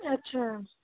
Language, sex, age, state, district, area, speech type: Punjabi, female, 18-30, Punjab, Muktsar, rural, conversation